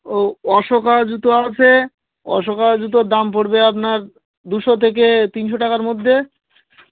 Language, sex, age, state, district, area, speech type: Bengali, male, 18-30, West Bengal, Birbhum, urban, conversation